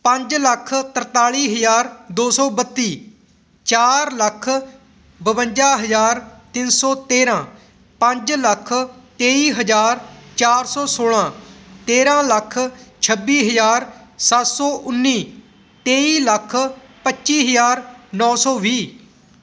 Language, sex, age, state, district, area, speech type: Punjabi, male, 18-30, Punjab, Patiala, rural, spontaneous